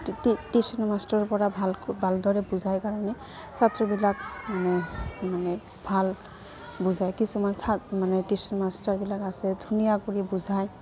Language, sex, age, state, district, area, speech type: Assamese, female, 30-45, Assam, Goalpara, rural, spontaneous